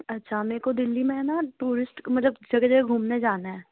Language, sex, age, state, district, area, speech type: Urdu, female, 18-30, Delhi, South Delhi, urban, conversation